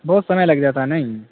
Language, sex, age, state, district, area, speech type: Urdu, male, 18-30, Bihar, Saharsa, rural, conversation